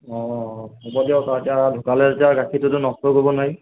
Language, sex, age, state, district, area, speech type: Assamese, male, 18-30, Assam, Golaghat, urban, conversation